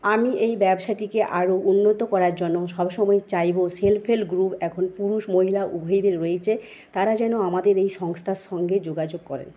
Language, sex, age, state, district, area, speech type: Bengali, female, 30-45, West Bengal, Paschim Medinipur, rural, spontaneous